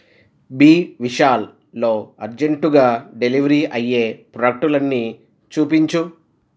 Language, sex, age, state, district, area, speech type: Telugu, male, 45-60, Andhra Pradesh, East Godavari, rural, read